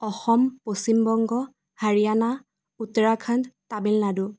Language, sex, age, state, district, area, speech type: Assamese, female, 30-45, Assam, Dibrugarh, rural, spontaneous